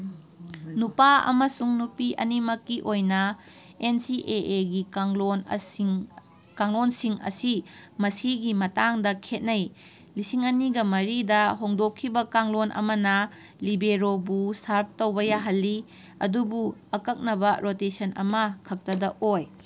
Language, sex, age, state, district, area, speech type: Manipuri, female, 45-60, Manipur, Kangpokpi, urban, read